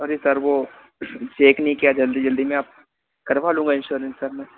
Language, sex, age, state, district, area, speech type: Hindi, male, 30-45, Madhya Pradesh, Harda, urban, conversation